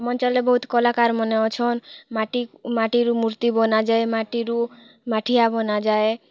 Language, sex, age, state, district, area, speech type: Odia, female, 18-30, Odisha, Kalahandi, rural, spontaneous